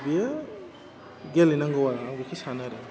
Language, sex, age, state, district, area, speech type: Bodo, male, 18-30, Assam, Udalguri, urban, spontaneous